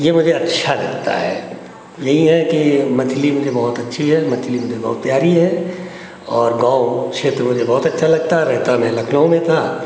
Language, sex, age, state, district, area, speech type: Hindi, male, 60+, Uttar Pradesh, Hardoi, rural, spontaneous